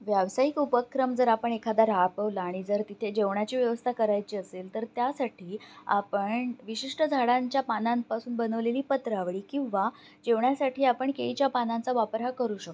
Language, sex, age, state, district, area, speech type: Marathi, female, 18-30, Maharashtra, Pune, urban, spontaneous